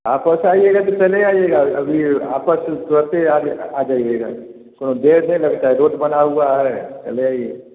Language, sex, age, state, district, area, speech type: Hindi, male, 45-60, Bihar, Samastipur, rural, conversation